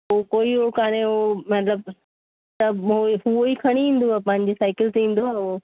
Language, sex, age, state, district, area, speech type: Sindhi, female, 30-45, Uttar Pradesh, Lucknow, urban, conversation